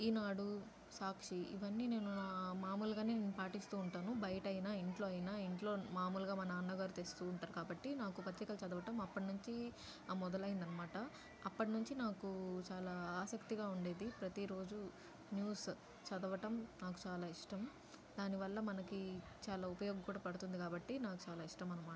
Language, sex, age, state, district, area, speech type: Telugu, female, 30-45, Andhra Pradesh, Nellore, urban, spontaneous